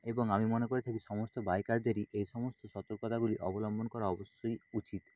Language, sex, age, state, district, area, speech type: Bengali, male, 30-45, West Bengal, Nadia, rural, spontaneous